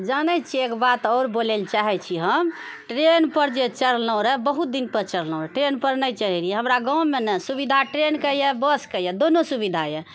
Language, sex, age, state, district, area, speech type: Maithili, female, 45-60, Bihar, Purnia, rural, spontaneous